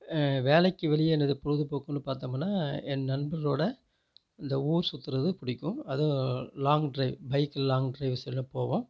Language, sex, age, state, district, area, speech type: Tamil, male, 30-45, Tamil Nadu, Namakkal, rural, spontaneous